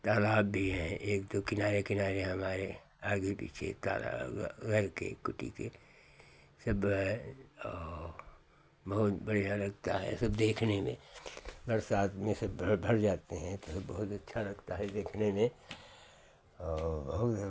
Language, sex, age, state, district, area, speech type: Hindi, male, 60+, Uttar Pradesh, Hardoi, rural, spontaneous